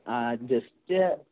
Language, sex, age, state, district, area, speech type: Malayalam, male, 18-30, Kerala, Kottayam, urban, conversation